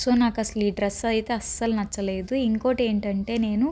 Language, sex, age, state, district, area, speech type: Telugu, female, 18-30, Andhra Pradesh, Guntur, urban, spontaneous